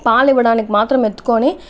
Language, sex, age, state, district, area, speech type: Telugu, female, 18-30, Andhra Pradesh, Chittoor, rural, spontaneous